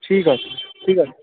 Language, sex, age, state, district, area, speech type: Bengali, male, 18-30, West Bengal, Murshidabad, urban, conversation